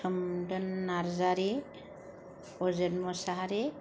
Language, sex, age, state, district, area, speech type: Bodo, female, 30-45, Assam, Kokrajhar, rural, spontaneous